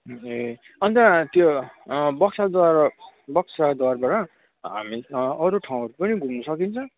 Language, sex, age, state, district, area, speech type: Nepali, male, 18-30, West Bengal, Kalimpong, rural, conversation